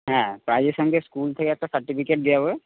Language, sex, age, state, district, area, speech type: Bengali, male, 30-45, West Bengal, Purba Bardhaman, urban, conversation